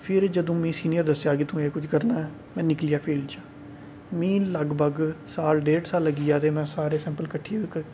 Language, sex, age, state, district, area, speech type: Dogri, male, 18-30, Jammu and Kashmir, Reasi, rural, spontaneous